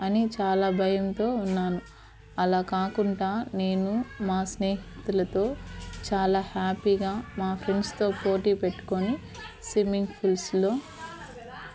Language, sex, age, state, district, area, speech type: Telugu, female, 18-30, Andhra Pradesh, Eluru, urban, spontaneous